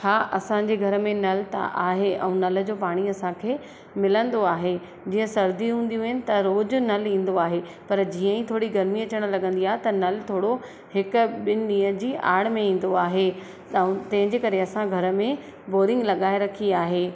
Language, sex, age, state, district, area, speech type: Sindhi, female, 30-45, Madhya Pradesh, Katni, urban, spontaneous